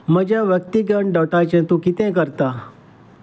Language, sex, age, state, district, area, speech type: Goan Konkani, male, 45-60, Goa, Salcete, rural, read